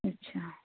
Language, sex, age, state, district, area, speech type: Hindi, female, 18-30, Madhya Pradesh, Betul, rural, conversation